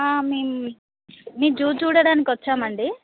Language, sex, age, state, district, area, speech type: Telugu, female, 30-45, Telangana, Hanamkonda, urban, conversation